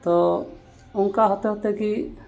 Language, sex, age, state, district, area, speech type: Santali, male, 30-45, West Bengal, Dakshin Dinajpur, rural, spontaneous